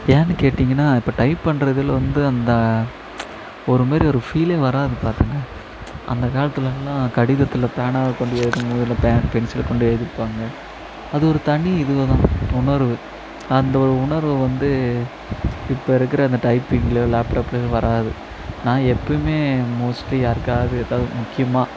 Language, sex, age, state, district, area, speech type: Tamil, male, 18-30, Tamil Nadu, Tiruvannamalai, urban, spontaneous